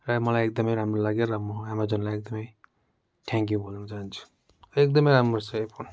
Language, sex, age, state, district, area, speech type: Nepali, male, 30-45, West Bengal, Darjeeling, rural, spontaneous